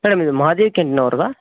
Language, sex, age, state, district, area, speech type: Kannada, male, 30-45, Karnataka, Koppal, rural, conversation